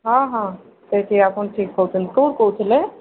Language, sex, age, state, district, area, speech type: Odia, female, 45-60, Odisha, Koraput, urban, conversation